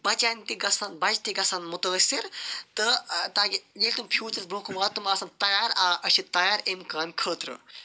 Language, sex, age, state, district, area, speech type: Kashmiri, male, 45-60, Jammu and Kashmir, Ganderbal, urban, spontaneous